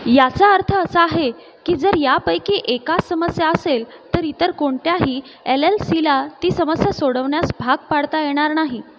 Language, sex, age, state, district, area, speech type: Marathi, female, 30-45, Maharashtra, Buldhana, urban, read